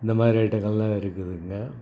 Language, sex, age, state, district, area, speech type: Tamil, male, 60+, Tamil Nadu, Salem, rural, spontaneous